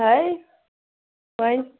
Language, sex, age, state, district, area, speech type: Kashmiri, female, 30-45, Jammu and Kashmir, Kulgam, rural, conversation